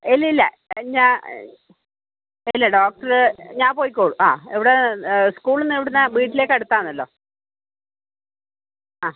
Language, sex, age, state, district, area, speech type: Malayalam, female, 30-45, Kerala, Kannur, rural, conversation